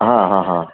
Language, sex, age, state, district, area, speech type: Gujarati, male, 30-45, Gujarat, Surat, urban, conversation